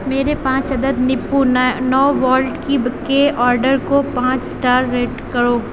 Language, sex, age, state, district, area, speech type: Urdu, female, 30-45, Uttar Pradesh, Aligarh, urban, read